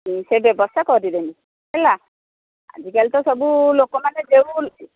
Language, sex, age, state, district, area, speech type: Odia, female, 45-60, Odisha, Angul, rural, conversation